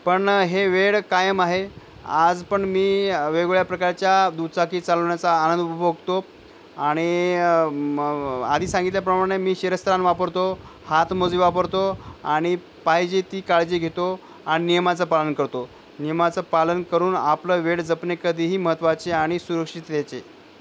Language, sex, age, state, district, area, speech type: Marathi, male, 45-60, Maharashtra, Nanded, rural, spontaneous